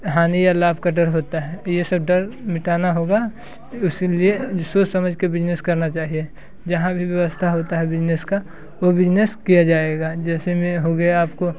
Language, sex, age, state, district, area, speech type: Hindi, male, 18-30, Bihar, Muzaffarpur, rural, spontaneous